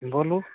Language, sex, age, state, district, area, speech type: Maithili, male, 30-45, Bihar, Madhepura, rural, conversation